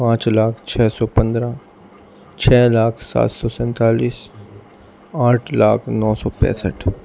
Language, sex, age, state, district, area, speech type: Urdu, male, 18-30, Delhi, East Delhi, urban, spontaneous